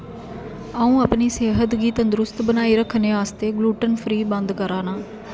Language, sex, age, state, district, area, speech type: Dogri, female, 18-30, Jammu and Kashmir, Kathua, rural, read